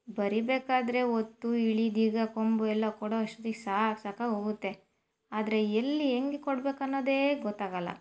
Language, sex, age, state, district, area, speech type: Kannada, female, 18-30, Karnataka, Chitradurga, rural, spontaneous